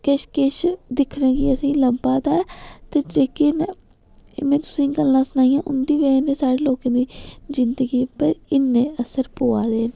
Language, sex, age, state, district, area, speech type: Dogri, female, 18-30, Jammu and Kashmir, Udhampur, rural, spontaneous